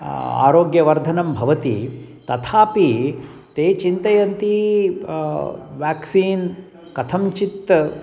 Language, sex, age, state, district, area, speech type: Sanskrit, male, 60+, Karnataka, Mysore, urban, spontaneous